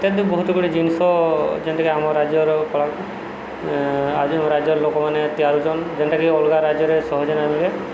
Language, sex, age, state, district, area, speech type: Odia, male, 45-60, Odisha, Subarnapur, urban, spontaneous